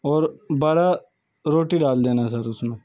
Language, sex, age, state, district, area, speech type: Urdu, male, 30-45, Uttar Pradesh, Saharanpur, urban, spontaneous